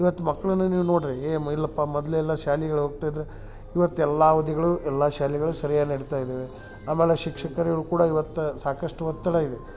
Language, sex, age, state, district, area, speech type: Kannada, male, 45-60, Karnataka, Dharwad, rural, spontaneous